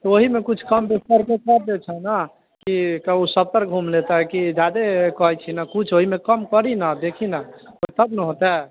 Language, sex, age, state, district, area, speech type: Maithili, male, 18-30, Bihar, Sitamarhi, rural, conversation